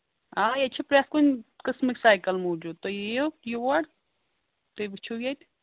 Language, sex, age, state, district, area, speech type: Kashmiri, female, 18-30, Jammu and Kashmir, Kulgam, rural, conversation